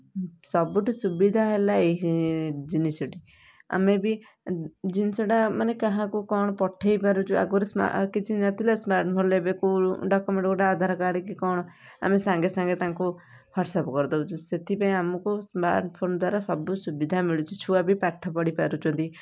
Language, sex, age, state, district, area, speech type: Odia, female, 30-45, Odisha, Kendujhar, urban, spontaneous